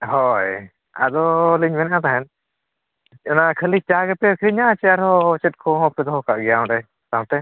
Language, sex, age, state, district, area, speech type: Santali, male, 45-60, Odisha, Mayurbhanj, rural, conversation